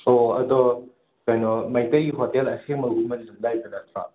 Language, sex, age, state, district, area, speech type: Manipuri, male, 30-45, Manipur, Imphal West, rural, conversation